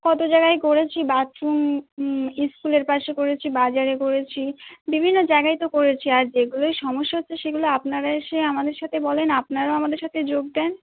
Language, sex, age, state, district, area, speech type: Bengali, female, 18-30, West Bengal, Birbhum, urban, conversation